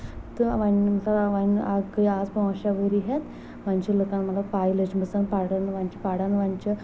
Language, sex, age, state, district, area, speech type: Kashmiri, female, 18-30, Jammu and Kashmir, Kulgam, rural, spontaneous